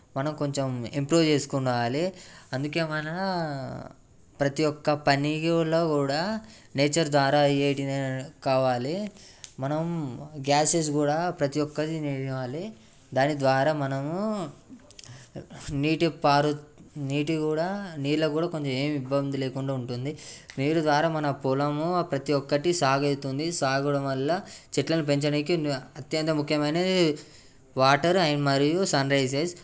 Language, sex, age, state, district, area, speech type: Telugu, male, 18-30, Telangana, Ranga Reddy, urban, spontaneous